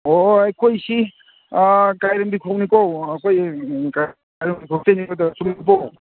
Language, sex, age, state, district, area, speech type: Manipuri, male, 60+, Manipur, Thoubal, rural, conversation